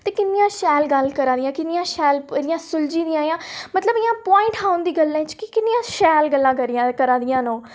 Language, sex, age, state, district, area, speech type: Dogri, female, 18-30, Jammu and Kashmir, Reasi, rural, spontaneous